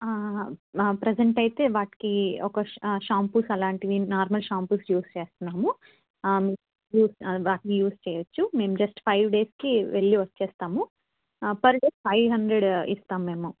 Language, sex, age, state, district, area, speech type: Telugu, female, 18-30, Telangana, Karimnagar, rural, conversation